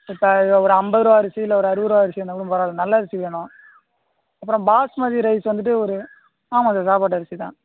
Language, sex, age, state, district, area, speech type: Tamil, male, 18-30, Tamil Nadu, Cuddalore, rural, conversation